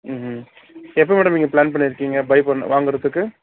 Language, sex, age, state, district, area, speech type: Tamil, male, 45-60, Tamil Nadu, Sivaganga, rural, conversation